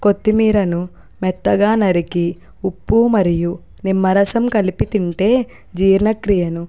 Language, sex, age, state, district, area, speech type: Telugu, female, 45-60, Andhra Pradesh, Kakinada, rural, spontaneous